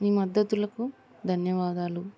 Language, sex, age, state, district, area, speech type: Telugu, female, 18-30, Telangana, Hyderabad, urban, spontaneous